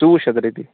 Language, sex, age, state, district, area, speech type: Kashmiri, male, 18-30, Jammu and Kashmir, Bandipora, rural, conversation